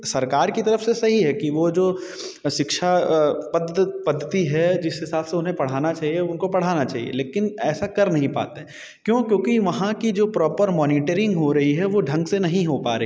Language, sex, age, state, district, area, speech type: Hindi, male, 30-45, Uttar Pradesh, Bhadohi, urban, spontaneous